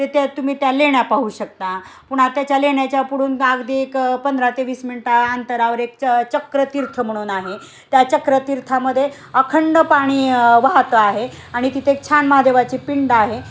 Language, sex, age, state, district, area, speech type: Marathi, female, 45-60, Maharashtra, Osmanabad, rural, spontaneous